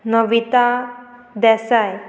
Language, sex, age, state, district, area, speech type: Goan Konkani, female, 18-30, Goa, Murmgao, rural, spontaneous